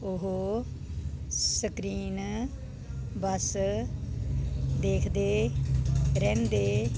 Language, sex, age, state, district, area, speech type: Punjabi, female, 60+, Punjab, Muktsar, urban, read